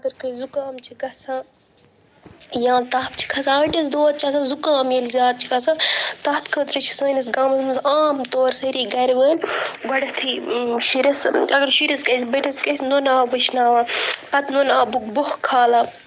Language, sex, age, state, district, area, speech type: Kashmiri, female, 30-45, Jammu and Kashmir, Bandipora, rural, spontaneous